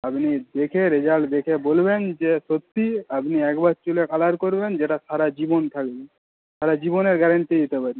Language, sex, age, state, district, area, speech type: Bengali, male, 18-30, West Bengal, Paschim Medinipur, rural, conversation